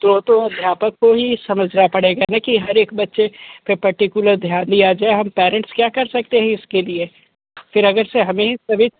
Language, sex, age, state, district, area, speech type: Hindi, male, 18-30, Uttar Pradesh, Sonbhadra, rural, conversation